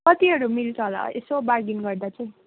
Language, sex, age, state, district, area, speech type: Nepali, female, 18-30, West Bengal, Kalimpong, rural, conversation